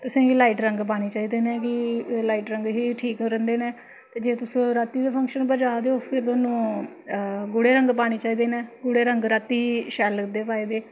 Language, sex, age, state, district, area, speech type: Dogri, female, 30-45, Jammu and Kashmir, Samba, rural, spontaneous